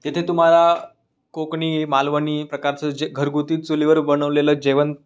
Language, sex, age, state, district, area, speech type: Marathi, male, 18-30, Maharashtra, Raigad, rural, spontaneous